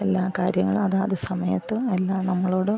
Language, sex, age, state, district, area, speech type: Malayalam, female, 60+, Kerala, Alappuzha, rural, spontaneous